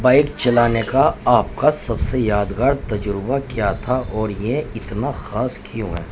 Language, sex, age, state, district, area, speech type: Urdu, male, 30-45, Uttar Pradesh, Muzaffarnagar, urban, spontaneous